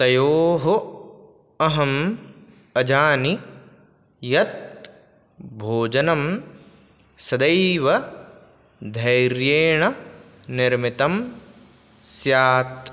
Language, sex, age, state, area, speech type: Sanskrit, male, 18-30, Rajasthan, urban, spontaneous